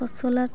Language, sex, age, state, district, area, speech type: Assamese, female, 45-60, Assam, Dhemaji, rural, spontaneous